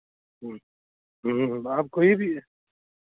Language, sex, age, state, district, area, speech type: Hindi, male, 45-60, Bihar, Madhepura, rural, conversation